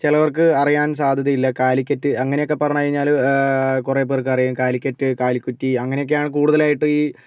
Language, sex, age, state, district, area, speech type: Malayalam, male, 45-60, Kerala, Kozhikode, urban, spontaneous